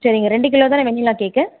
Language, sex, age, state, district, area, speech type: Tamil, female, 45-60, Tamil Nadu, Chengalpattu, rural, conversation